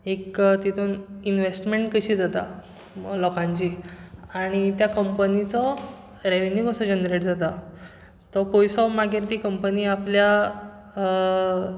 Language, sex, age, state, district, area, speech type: Goan Konkani, male, 18-30, Goa, Bardez, rural, spontaneous